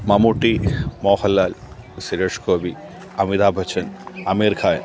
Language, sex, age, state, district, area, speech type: Malayalam, male, 30-45, Kerala, Alappuzha, rural, spontaneous